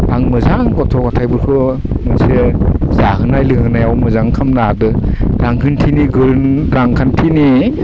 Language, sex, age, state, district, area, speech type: Bodo, male, 45-60, Assam, Udalguri, rural, spontaneous